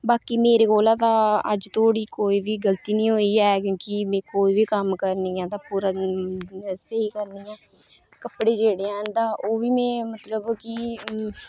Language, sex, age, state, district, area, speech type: Dogri, female, 18-30, Jammu and Kashmir, Reasi, rural, spontaneous